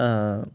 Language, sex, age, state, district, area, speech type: Bengali, male, 30-45, West Bengal, Murshidabad, urban, spontaneous